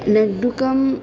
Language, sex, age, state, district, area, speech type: Sanskrit, female, 18-30, Maharashtra, Chandrapur, urban, spontaneous